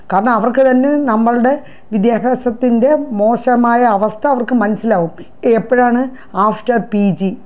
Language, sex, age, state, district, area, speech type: Malayalam, female, 60+, Kerala, Thiruvananthapuram, rural, spontaneous